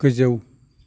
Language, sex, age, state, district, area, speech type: Bodo, male, 60+, Assam, Chirang, rural, read